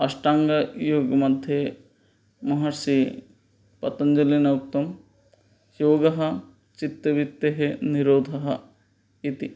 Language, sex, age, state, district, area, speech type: Sanskrit, male, 30-45, West Bengal, Purba Medinipur, rural, spontaneous